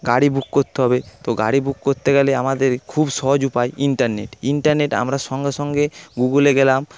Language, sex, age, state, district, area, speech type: Bengali, male, 30-45, West Bengal, Paschim Medinipur, rural, spontaneous